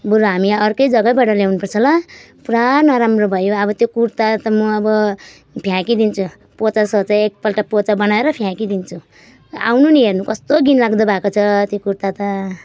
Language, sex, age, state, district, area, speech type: Nepali, female, 30-45, West Bengal, Jalpaiguri, rural, spontaneous